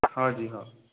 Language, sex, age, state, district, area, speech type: Hindi, male, 18-30, Madhya Pradesh, Balaghat, rural, conversation